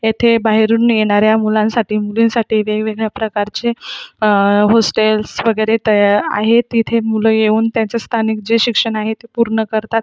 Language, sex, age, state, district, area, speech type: Marathi, female, 30-45, Maharashtra, Buldhana, urban, spontaneous